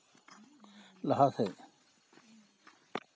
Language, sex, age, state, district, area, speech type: Santali, male, 60+, West Bengal, Purba Bardhaman, rural, read